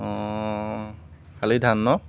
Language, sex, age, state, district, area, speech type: Assamese, male, 18-30, Assam, Jorhat, urban, spontaneous